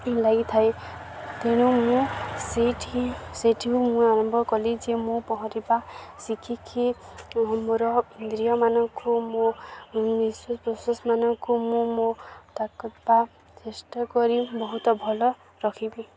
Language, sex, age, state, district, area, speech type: Odia, female, 18-30, Odisha, Balangir, urban, spontaneous